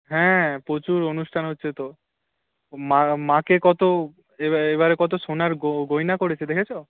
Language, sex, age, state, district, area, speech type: Bengali, male, 18-30, West Bengal, Paschim Medinipur, rural, conversation